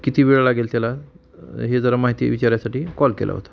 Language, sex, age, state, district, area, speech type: Marathi, male, 45-60, Maharashtra, Osmanabad, rural, spontaneous